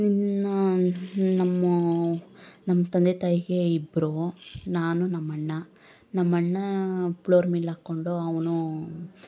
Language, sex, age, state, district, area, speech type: Kannada, female, 30-45, Karnataka, Bangalore Urban, rural, spontaneous